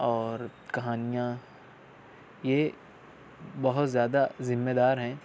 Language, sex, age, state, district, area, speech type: Urdu, male, 60+, Maharashtra, Nashik, urban, spontaneous